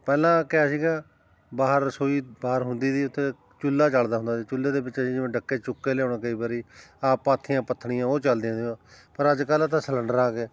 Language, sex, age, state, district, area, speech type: Punjabi, male, 45-60, Punjab, Fatehgarh Sahib, rural, spontaneous